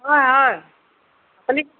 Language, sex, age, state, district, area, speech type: Assamese, female, 60+, Assam, Golaghat, urban, conversation